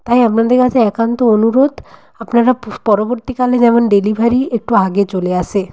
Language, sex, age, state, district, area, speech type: Bengali, female, 18-30, West Bengal, Nadia, rural, spontaneous